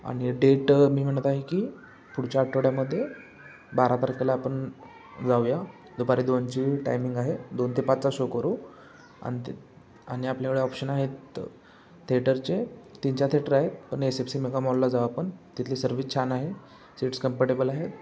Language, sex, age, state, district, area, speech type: Marathi, male, 18-30, Maharashtra, Sangli, urban, spontaneous